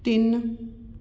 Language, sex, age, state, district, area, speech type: Punjabi, female, 30-45, Punjab, Patiala, urban, read